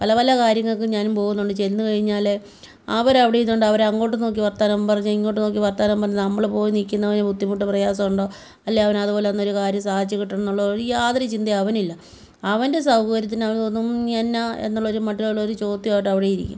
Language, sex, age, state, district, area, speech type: Malayalam, female, 45-60, Kerala, Kottayam, rural, spontaneous